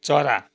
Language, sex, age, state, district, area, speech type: Nepali, male, 45-60, West Bengal, Kalimpong, rural, read